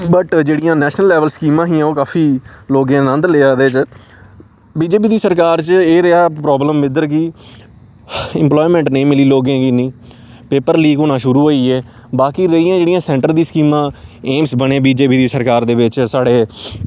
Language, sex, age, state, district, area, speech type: Dogri, male, 18-30, Jammu and Kashmir, Samba, rural, spontaneous